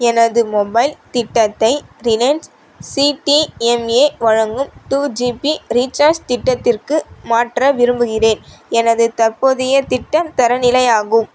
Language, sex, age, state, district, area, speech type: Tamil, female, 18-30, Tamil Nadu, Vellore, urban, read